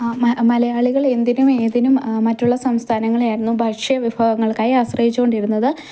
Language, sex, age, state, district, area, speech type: Malayalam, female, 18-30, Kerala, Idukki, rural, spontaneous